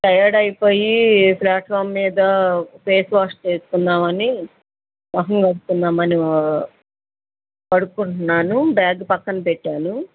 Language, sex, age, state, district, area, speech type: Telugu, female, 30-45, Andhra Pradesh, Bapatla, urban, conversation